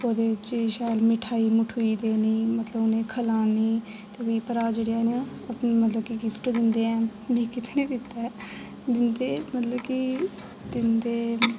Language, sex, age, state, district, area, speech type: Dogri, female, 18-30, Jammu and Kashmir, Jammu, rural, spontaneous